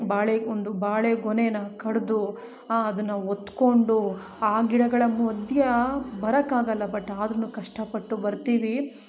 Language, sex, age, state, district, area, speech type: Kannada, female, 30-45, Karnataka, Chikkamagaluru, rural, spontaneous